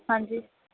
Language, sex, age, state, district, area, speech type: Punjabi, female, 30-45, Punjab, Tarn Taran, rural, conversation